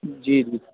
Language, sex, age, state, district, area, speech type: Urdu, male, 30-45, Delhi, Central Delhi, urban, conversation